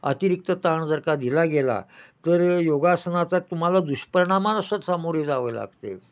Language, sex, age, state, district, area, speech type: Marathi, male, 60+, Maharashtra, Kolhapur, urban, spontaneous